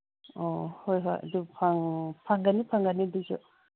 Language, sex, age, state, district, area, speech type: Manipuri, female, 45-60, Manipur, Kangpokpi, urban, conversation